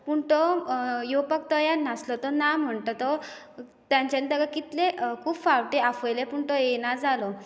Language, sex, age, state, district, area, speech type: Goan Konkani, female, 18-30, Goa, Bardez, rural, spontaneous